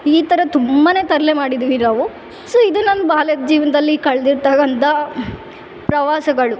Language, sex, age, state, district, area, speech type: Kannada, female, 18-30, Karnataka, Bellary, urban, spontaneous